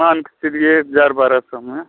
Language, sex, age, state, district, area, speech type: Hindi, male, 30-45, Uttar Pradesh, Mirzapur, rural, conversation